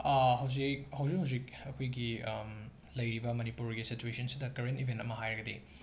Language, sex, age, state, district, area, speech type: Manipuri, male, 30-45, Manipur, Imphal West, urban, spontaneous